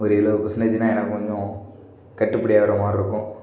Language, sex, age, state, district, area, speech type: Tamil, male, 18-30, Tamil Nadu, Perambalur, rural, spontaneous